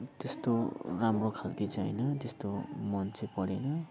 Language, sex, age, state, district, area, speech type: Nepali, male, 60+, West Bengal, Kalimpong, rural, spontaneous